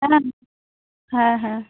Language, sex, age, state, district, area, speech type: Bengali, female, 18-30, West Bengal, South 24 Parganas, rural, conversation